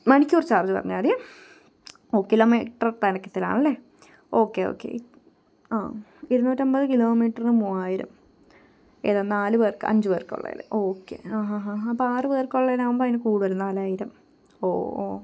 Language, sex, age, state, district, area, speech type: Malayalam, female, 18-30, Kerala, Pathanamthitta, rural, spontaneous